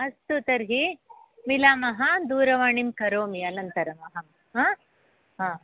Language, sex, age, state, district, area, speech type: Sanskrit, female, 60+, Karnataka, Bangalore Urban, urban, conversation